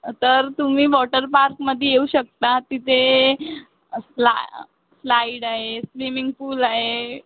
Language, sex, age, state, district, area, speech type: Marathi, female, 18-30, Maharashtra, Wardha, rural, conversation